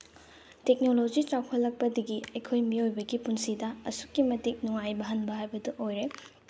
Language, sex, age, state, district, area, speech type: Manipuri, female, 30-45, Manipur, Tengnoupal, rural, spontaneous